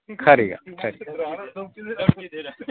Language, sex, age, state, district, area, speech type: Dogri, male, 45-60, Jammu and Kashmir, Kathua, urban, conversation